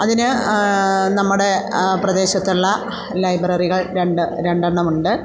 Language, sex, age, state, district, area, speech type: Malayalam, female, 45-60, Kerala, Kollam, rural, spontaneous